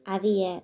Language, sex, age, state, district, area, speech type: Tamil, female, 18-30, Tamil Nadu, Madurai, urban, read